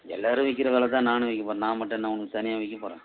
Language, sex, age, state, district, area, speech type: Tamil, male, 45-60, Tamil Nadu, Tiruvannamalai, rural, conversation